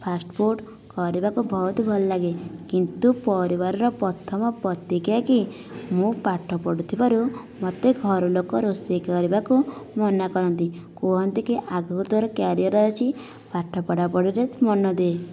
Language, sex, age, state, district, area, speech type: Odia, female, 30-45, Odisha, Nayagarh, rural, spontaneous